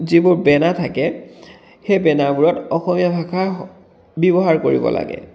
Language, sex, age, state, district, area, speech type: Assamese, male, 30-45, Assam, Dhemaji, rural, spontaneous